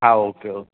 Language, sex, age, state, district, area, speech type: Gujarati, male, 18-30, Gujarat, Surat, urban, conversation